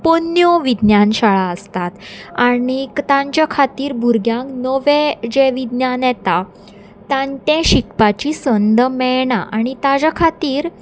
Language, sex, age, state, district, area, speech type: Goan Konkani, female, 18-30, Goa, Salcete, rural, spontaneous